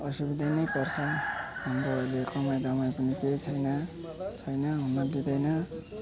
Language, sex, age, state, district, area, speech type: Nepali, male, 60+, West Bengal, Alipurduar, urban, spontaneous